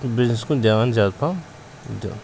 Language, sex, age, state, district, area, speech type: Kashmiri, male, 30-45, Jammu and Kashmir, Pulwama, urban, spontaneous